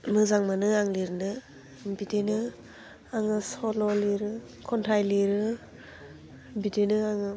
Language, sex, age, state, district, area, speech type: Bodo, female, 18-30, Assam, Udalguri, urban, spontaneous